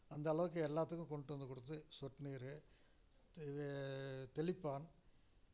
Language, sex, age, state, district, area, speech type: Tamil, male, 60+, Tamil Nadu, Namakkal, rural, spontaneous